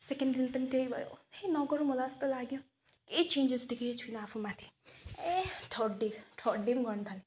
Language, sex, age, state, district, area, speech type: Nepali, female, 30-45, West Bengal, Alipurduar, urban, spontaneous